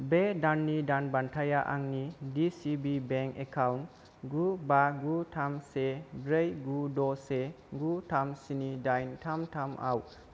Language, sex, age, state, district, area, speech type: Bodo, male, 18-30, Assam, Kokrajhar, rural, read